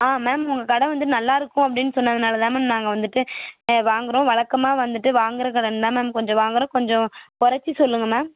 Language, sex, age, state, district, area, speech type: Tamil, female, 18-30, Tamil Nadu, Mayiladuthurai, urban, conversation